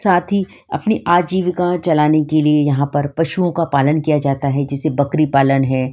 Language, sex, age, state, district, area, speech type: Hindi, female, 45-60, Madhya Pradesh, Ujjain, urban, spontaneous